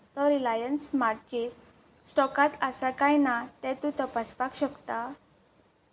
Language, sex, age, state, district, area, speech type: Goan Konkani, female, 18-30, Goa, Pernem, rural, read